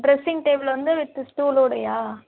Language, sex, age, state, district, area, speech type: Tamil, female, 18-30, Tamil Nadu, Chennai, urban, conversation